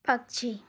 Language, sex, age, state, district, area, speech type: Hindi, female, 30-45, Madhya Pradesh, Bhopal, urban, read